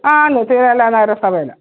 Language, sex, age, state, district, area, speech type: Malayalam, female, 45-60, Kerala, Pathanamthitta, urban, conversation